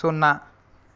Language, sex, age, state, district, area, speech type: Telugu, male, 18-30, Telangana, Sangareddy, urban, read